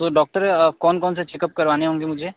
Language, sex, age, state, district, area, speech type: Hindi, male, 45-60, Uttar Pradesh, Sonbhadra, rural, conversation